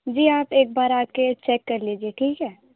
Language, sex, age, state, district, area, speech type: Urdu, female, 18-30, Bihar, Saharsa, rural, conversation